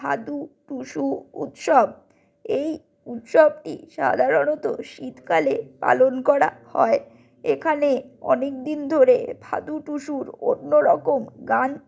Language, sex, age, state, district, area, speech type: Bengali, female, 60+, West Bengal, Purulia, urban, spontaneous